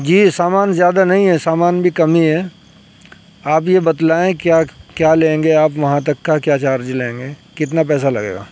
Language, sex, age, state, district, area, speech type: Urdu, male, 30-45, Uttar Pradesh, Saharanpur, urban, spontaneous